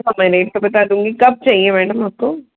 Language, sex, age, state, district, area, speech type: Hindi, female, 45-60, Madhya Pradesh, Bhopal, urban, conversation